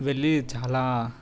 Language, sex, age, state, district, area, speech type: Telugu, male, 18-30, Telangana, Hyderabad, urban, spontaneous